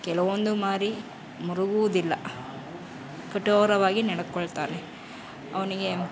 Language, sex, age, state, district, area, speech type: Kannada, female, 30-45, Karnataka, Chamarajanagar, rural, spontaneous